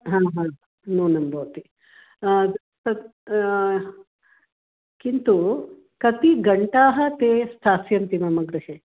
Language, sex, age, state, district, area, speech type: Sanskrit, female, 60+, Karnataka, Bangalore Urban, urban, conversation